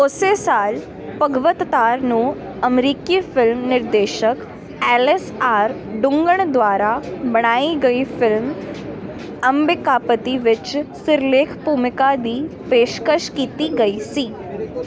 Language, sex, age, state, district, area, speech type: Punjabi, female, 18-30, Punjab, Ludhiana, urban, read